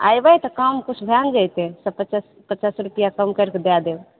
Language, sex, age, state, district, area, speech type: Maithili, female, 30-45, Bihar, Begusarai, rural, conversation